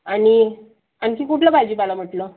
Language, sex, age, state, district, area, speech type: Marathi, female, 30-45, Maharashtra, Nagpur, urban, conversation